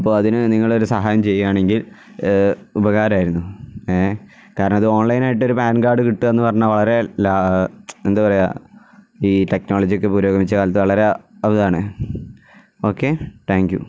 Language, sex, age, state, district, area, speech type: Malayalam, male, 18-30, Kerala, Kozhikode, rural, spontaneous